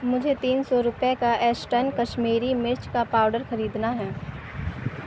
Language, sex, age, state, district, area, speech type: Urdu, female, 18-30, Bihar, Supaul, rural, read